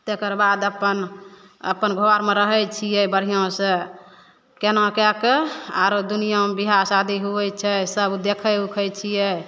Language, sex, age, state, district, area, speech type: Maithili, female, 18-30, Bihar, Begusarai, rural, spontaneous